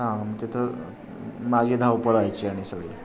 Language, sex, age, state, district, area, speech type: Marathi, male, 60+, Maharashtra, Pune, urban, spontaneous